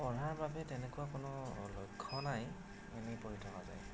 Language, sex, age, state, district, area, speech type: Assamese, male, 18-30, Assam, Darrang, rural, spontaneous